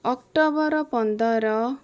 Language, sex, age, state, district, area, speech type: Odia, female, 30-45, Odisha, Bhadrak, rural, spontaneous